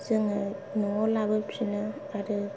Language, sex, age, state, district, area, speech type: Bodo, female, 18-30, Assam, Kokrajhar, rural, spontaneous